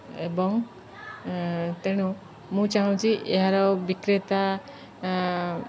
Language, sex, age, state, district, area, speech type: Odia, female, 30-45, Odisha, Sundergarh, urban, spontaneous